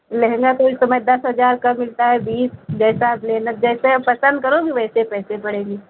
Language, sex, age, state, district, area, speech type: Hindi, female, 45-60, Uttar Pradesh, Lucknow, rural, conversation